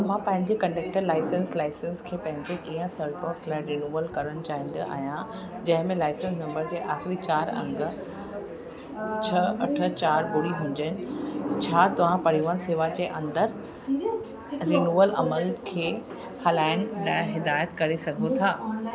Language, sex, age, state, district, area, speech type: Sindhi, female, 30-45, Uttar Pradesh, Lucknow, urban, read